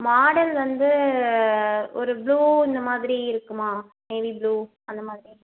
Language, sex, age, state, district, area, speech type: Tamil, female, 30-45, Tamil Nadu, Mayiladuthurai, rural, conversation